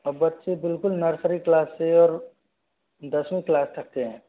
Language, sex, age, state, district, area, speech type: Hindi, male, 60+, Rajasthan, Karauli, rural, conversation